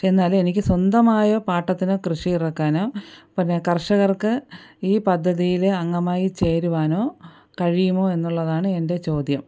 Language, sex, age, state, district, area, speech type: Malayalam, female, 45-60, Kerala, Thiruvananthapuram, urban, spontaneous